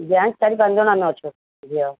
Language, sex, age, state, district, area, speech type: Odia, female, 45-60, Odisha, Sundergarh, rural, conversation